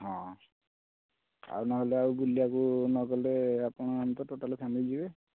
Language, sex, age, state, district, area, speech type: Odia, male, 18-30, Odisha, Nayagarh, rural, conversation